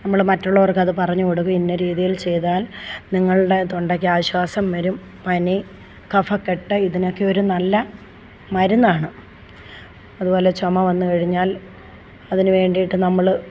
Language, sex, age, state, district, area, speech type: Malayalam, female, 60+, Kerala, Kollam, rural, spontaneous